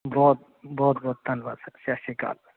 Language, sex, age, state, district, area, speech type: Punjabi, male, 45-60, Punjab, Jalandhar, urban, conversation